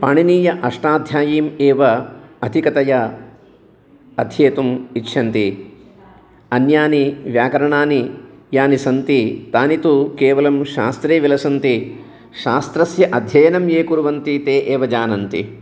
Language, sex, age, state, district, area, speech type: Sanskrit, male, 60+, Telangana, Jagtial, urban, spontaneous